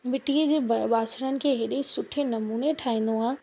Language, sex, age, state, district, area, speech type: Sindhi, female, 18-30, Rajasthan, Ajmer, urban, spontaneous